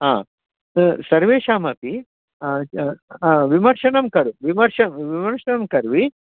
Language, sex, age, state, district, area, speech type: Sanskrit, male, 60+, Karnataka, Bangalore Urban, urban, conversation